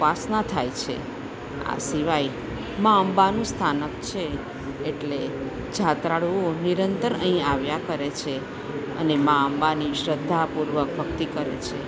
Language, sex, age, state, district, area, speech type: Gujarati, female, 45-60, Gujarat, Junagadh, urban, spontaneous